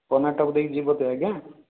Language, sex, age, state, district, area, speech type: Odia, male, 18-30, Odisha, Rayagada, urban, conversation